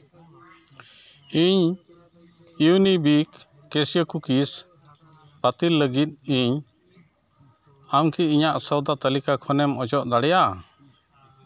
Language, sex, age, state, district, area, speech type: Santali, male, 60+, West Bengal, Malda, rural, read